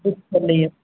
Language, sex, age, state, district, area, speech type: Urdu, male, 18-30, Bihar, Purnia, rural, conversation